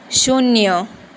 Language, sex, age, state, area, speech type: Gujarati, female, 18-30, Gujarat, rural, read